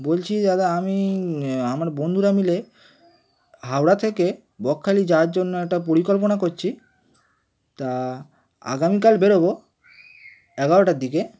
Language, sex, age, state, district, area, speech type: Bengali, male, 18-30, West Bengal, Howrah, urban, spontaneous